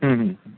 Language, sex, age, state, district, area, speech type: Bengali, male, 18-30, West Bengal, Howrah, urban, conversation